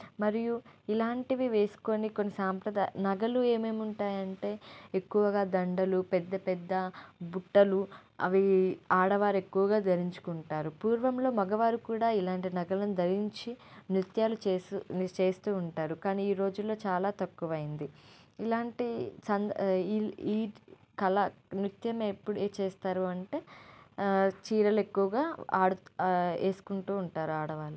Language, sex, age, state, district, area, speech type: Telugu, female, 18-30, Telangana, Medak, rural, spontaneous